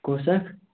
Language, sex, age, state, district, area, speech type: Kashmiri, male, 18-30, Jammu and Kashmir, Pulwama, urban, conversation